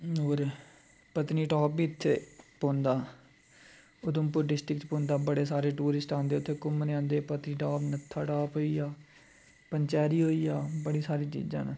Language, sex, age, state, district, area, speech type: Dogri, male, 18-30, Jammu and Kashmir, Udhampur, rural, spontaneous